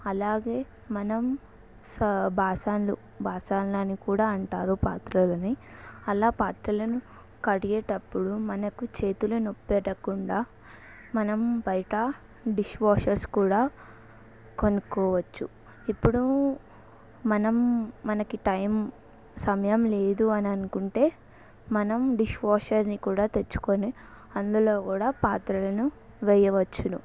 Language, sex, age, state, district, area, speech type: Telugu, female, 18-30, Telangana, Yadadri Bhuvanagiri, urban, spontaneous